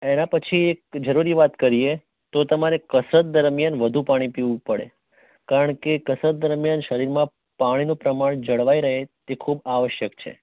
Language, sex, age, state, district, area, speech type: Gujarati, male, 18-30, Gujarat, Mehsana, rural, conversation